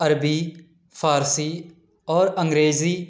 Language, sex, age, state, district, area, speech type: Urdu, male, 18-30, Delhi, East Delhi, urban, spontaneous